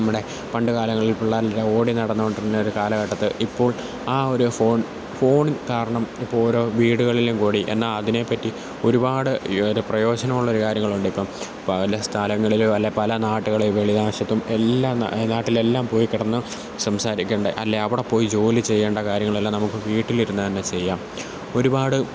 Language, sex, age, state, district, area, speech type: Malayalam, male, 18-30, Kerala, Kollam, rural, spontaneous